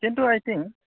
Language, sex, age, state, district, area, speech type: Bodo, male, 18-30, Assam, Kokrajhar, urban, conversation